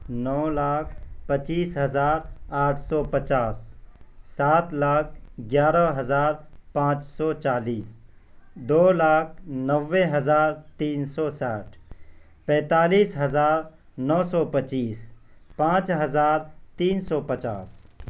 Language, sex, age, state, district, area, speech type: Urdu, male, 18-30, Bihar, Purnia, rural, spontaneous